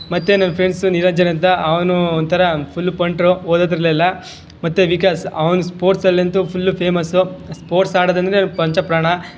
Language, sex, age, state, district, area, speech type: Kannada, male, 18-30, Karnataka, Chamarajanagar, rural, spontaneous